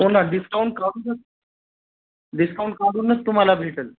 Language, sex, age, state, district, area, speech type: Marathi, male, 30-45, Maharashtra, Nanded, urban, conversation